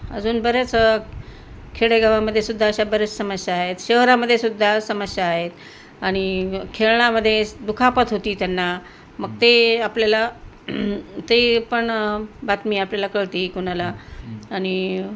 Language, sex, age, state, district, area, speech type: Marathi, female, 60+, Maharashtra, Nanded, urban, spontaneous